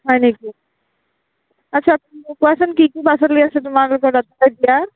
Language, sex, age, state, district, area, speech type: Assamese, female, 18-30, Assam, Nagaon, rural, conversation